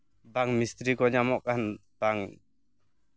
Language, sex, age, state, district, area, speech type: Santali, male, 30-45, West Bengal, Jhargram, rural, spontaneous